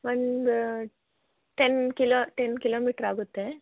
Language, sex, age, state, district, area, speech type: Kannada, female, 18-30, Karnataka, Chikkaballapur, rural, conversation